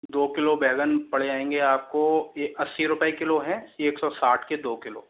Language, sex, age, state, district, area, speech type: Hindi, male, 18-30, Rajasthan, Jaipur, urban, conversation